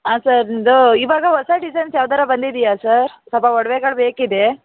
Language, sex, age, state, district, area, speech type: Kannada, female, 30-45, Karnataka, Bangalore Urban, rural, conversation